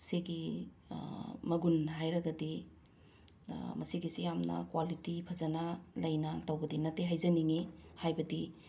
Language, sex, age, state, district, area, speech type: Manipuri, female, 60+, Manipur, Imphal East, urban, spontaneous